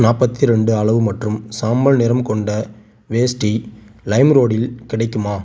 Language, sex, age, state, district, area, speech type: Tamil, male, 18-30, Tamil Nadu, Tiruchirappalli, rural, read